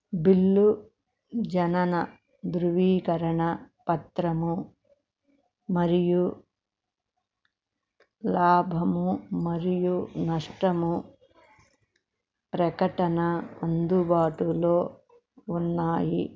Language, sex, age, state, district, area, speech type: Telugu, female, 60+, Andhra Pradesh, Krishna, urban, read